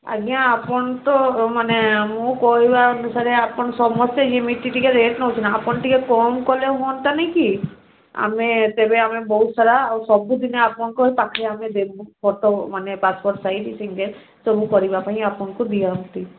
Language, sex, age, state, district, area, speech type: Odia, female, 60+, Odisha, Gajapati, rural, conversation